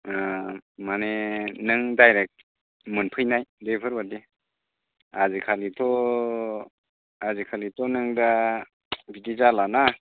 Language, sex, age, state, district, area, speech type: Bodo, male, 45-60, Assam, Kokrajhar, rural, conversation